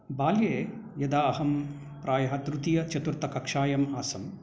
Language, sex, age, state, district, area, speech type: Sanskrit, male, 45-60, Karnataka, Bangalore Urban, urban, spontaneous